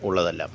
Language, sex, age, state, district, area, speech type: Malayalam, male, 45-60, Kerala, Kollam, rural, spontaneous